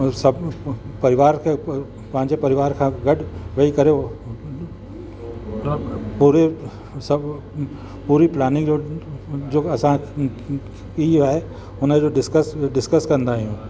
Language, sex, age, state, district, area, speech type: Sindhi, male, 60+, Uttar Pradesh, Lucknow, urban, spontaneous